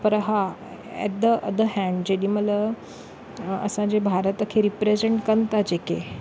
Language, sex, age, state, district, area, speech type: Sindhi, female, 30-45, Maharashtra, Thane, urban, spontaneous